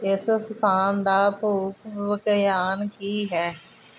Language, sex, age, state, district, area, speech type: Punjabi, female, 45-60, Punjab, Gurdaspur, rural, read